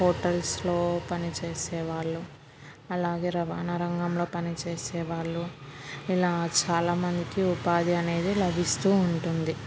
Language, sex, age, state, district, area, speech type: Telugu, female, 30-45, Andhra Pradesh, Kurnool, urban, spontaneous